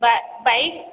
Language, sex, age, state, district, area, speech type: Odia, female, 18-30, Odisha, Balangir, urban, conversation